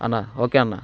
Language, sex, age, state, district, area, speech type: Telugu, male, 18-30, Andhra Pradesh, Bapatla, rural, spontaneous